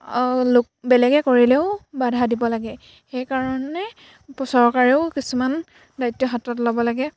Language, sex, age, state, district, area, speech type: Assamese, female, 18-30, Assam, Sivasagar, rural, spontaneous